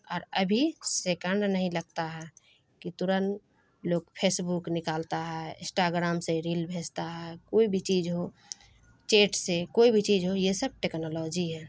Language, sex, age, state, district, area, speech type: Urdu, female, 30-45, Bihar, Khagaria, rural, spontaneous